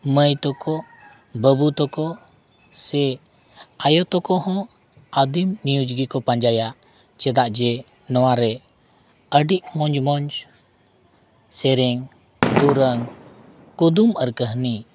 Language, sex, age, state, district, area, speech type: Santali, male, 45-60, Jharkhand, Bokaro, rural, spontaneous